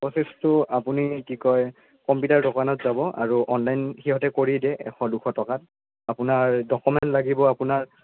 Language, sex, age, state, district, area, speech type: Assamese, male, 18-30, Assam, Udalguri, rural, conversation